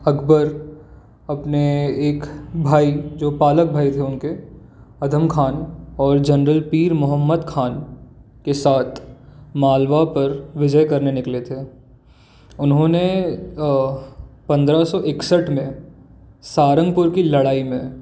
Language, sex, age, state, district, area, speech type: Hindi, male, 18-30, Madhya Pradesh, Jabalpur, urban, spontaneous